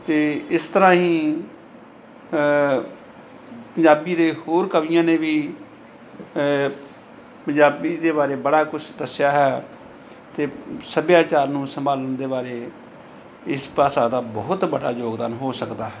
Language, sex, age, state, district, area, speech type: Punjabi, male, 45-60, Punjab, Pathankot, rural, spontaneous